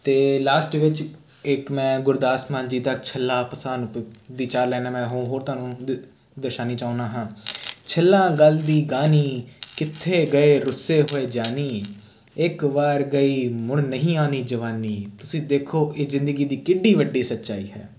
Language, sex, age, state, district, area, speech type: Punjabi, male, 18-30, Punjab, Jalandhar, urban, spontaneous